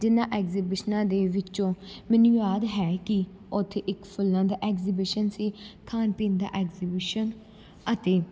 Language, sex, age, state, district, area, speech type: Punjabi, female, 18-30, Punjab, Gurdaspur, rural, spontaneous